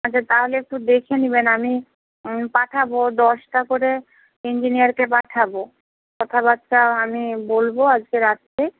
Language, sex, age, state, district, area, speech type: Bengali, female, 45-60, West Bengal, Purba Medinipur, rural, conversation